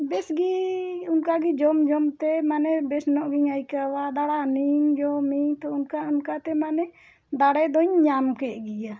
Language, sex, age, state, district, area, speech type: Santali, female, 60+, Jharkhand, Bokaro, rural, spontaneous